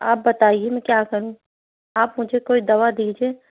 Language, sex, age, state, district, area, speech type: Urdu, female, 45-60, Uttar Pradesh, Rampur, urban, conversation